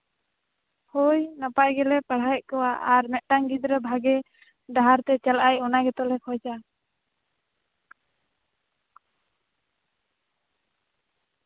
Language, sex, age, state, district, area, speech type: Santali, female, 18-30, West Bengal, Bankura, rural, conversation